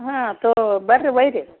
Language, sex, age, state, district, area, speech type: Kannada, female, 60+, Karnataka, Koppal, rural, conversation